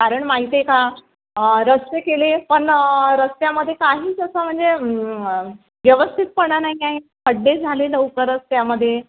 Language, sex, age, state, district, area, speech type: Marathi, female, 30-45, Maharashtra, Nagpur, rural, conversation